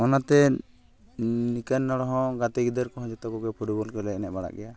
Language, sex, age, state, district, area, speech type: Santali, male, 18-30, West Bengal, Purulia, rural, spontaneous